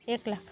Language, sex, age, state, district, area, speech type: Marathi, female, 45-60, Maharashtra, Washim, rural, spontaneous